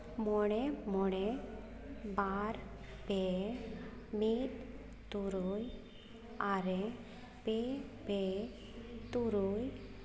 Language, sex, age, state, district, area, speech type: Santali, female, 30-45, Jharkhand, Seraikela Kharsawan, rural, read